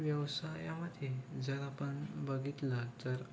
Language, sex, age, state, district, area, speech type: Marathi, male, 18-30, Maharashtra, Kolhapur, urban, spontaneous